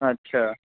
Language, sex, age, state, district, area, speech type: Bengali, male, 18-30, West Bengal, Kolkata, urban, conversation